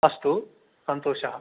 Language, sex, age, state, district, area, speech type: Sanskrit, male, 60+, Telangana, Hyderabad, urban, conversation